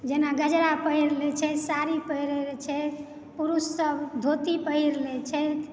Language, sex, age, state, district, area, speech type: Maithili, female, 30-45, Bihar, Supaul, rural, spontaneous